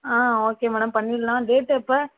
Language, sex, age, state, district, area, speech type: Tamil, female, 18-30, Tamil Nadu, Thoothukudi, rural, conversation